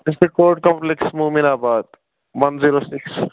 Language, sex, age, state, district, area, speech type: Kashmiri, male, 30-45, Jammu and Kashmir, Baramulla, urban, conversation